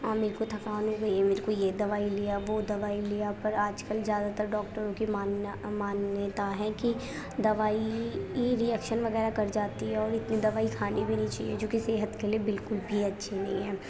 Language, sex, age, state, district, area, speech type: Urdu, female, 18-30, Uttar Pradesh, Gautam Buddha Nagar, urban, spontaneous